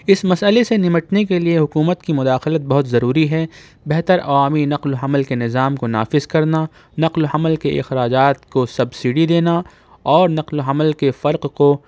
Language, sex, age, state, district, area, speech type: Urdu, male, 18-30, Maharashtra, Nashik, urban, spontaneous